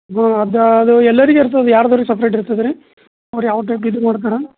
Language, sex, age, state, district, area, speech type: Kannada, male, 30-45, Karnataka, Bidar, rural, conversation